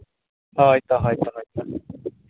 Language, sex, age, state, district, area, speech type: Santali, male, 30-45, Jharkhand, East Singhbhum, rural, conversation